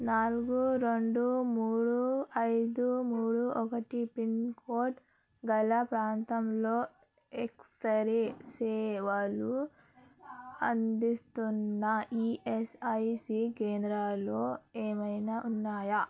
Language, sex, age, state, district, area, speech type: Telugu, female, 18-30, Telangana, Vikarabad, urban, read